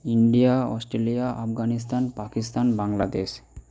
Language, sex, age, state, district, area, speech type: Bengali, male, 30-45, West Bengal, Purba Bardhaman, rural, spontaneous